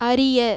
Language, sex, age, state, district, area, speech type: Tamil, female, 30-45, Tamil Nadu, Viluppuram, urban, read